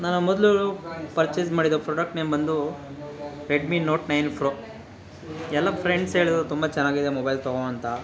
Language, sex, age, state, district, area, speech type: Kannada, male, 60+, Karnataka, Kolar, rural, spontaneous